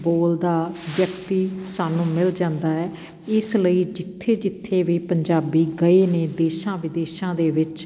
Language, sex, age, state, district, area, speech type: Punjabi, female, 45-60, Punjab, Patiala, rural, spontaneous